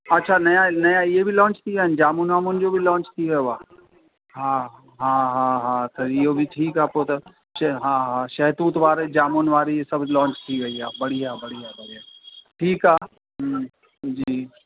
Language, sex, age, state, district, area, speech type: Sindhi, male, 60+, Uttar Pradesh, Lucknow, urban, conversation